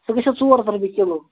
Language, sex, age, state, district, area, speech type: Kashmiri, male, 30-45, Jammu and Kashmir, Ganderbal, rural, conversation